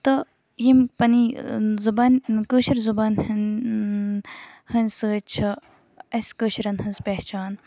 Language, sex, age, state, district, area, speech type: Kashmiri, female, 18-30, Jammu and Kashmir, Kupwara, rural, spontaneous